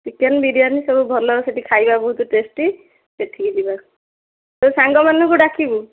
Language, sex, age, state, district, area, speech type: Odia, female, 18-30, Odisha, Dhenkanal, rural, conversation